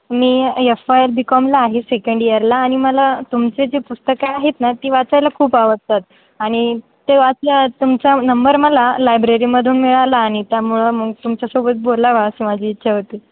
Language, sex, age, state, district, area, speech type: Marathi, female, 18-30, Maharashtra, Ahmednagar, rural, conversation